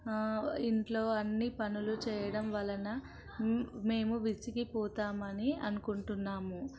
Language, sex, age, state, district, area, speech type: Telugu, female, 45-60, Telangana, Ranga Reddy, urban, spontaneous